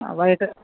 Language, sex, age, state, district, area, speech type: Malayalam, female, 45-60, Kerala, Pathanamthitta, rural, conversation